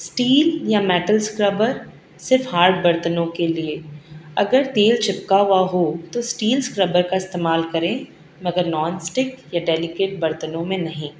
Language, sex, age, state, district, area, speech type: Urdu, female, 30-45, Delhi, South Delhi, urban, spontaneous